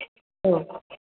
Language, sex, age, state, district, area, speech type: Bodo, female, 45-60, Assam, Kokrajhar, rural, conversation